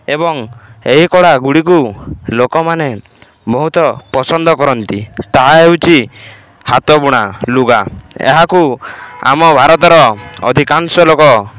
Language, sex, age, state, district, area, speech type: Odia, male, 18-30, Odisha, Balangir, urban, spontaneous